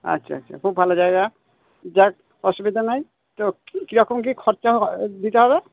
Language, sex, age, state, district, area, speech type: Bengali, male, 60+, West Bengal, Purba Bardhaman, urban, conversation